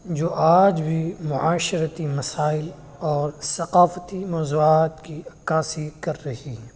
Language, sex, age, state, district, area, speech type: Urdu, male, 18-30, Uttar Pradesh, Muzaffarnagar, urban, spontaneous